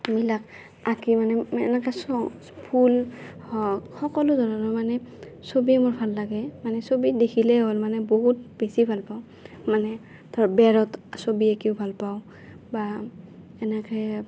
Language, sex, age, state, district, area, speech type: Assamese, female, 18-30, Assam, Darrang, rural, spontaneous